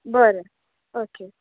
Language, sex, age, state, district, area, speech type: Goan Konkani, female, 18-30, Goa, Murmgao, urban, conversation